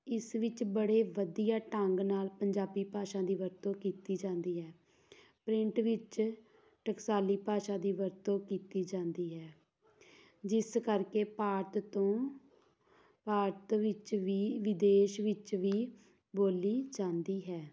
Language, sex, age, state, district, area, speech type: Punjabi, female, 18-30, Punjab, Tarn Taran, rural, spontaneous